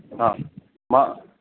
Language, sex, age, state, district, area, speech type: Sanskrit, male, 18-30, Karnataka, Uttara Kannada, rural, conversation